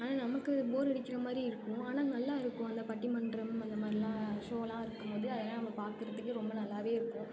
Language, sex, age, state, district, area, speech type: Tamil, female, 18-30, Tamil Nadu, Thanjavur, urban, spontaneous